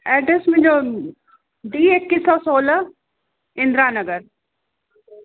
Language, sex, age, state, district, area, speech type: Sindhi, female, 45-60, Uttar Pradesh, Lucknow, urban, conversation